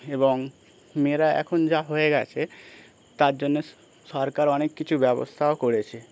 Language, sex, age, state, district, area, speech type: Bengali, male, 30-45, West Bengal, Birbhum, urban, spontaneous